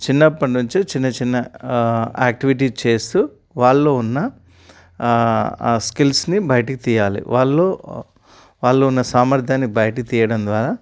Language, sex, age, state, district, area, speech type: Telugu, male, 30-45, Telangana, Karimnagar, rural, spontaneous